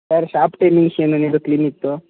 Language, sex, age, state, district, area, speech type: Kannada, male, 18-30, Karnataka, Mysore, rural, conversation